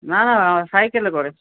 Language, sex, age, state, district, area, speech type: Bengali, male, 45-60, West Bengal, Purba Bardhaman, urban, conversation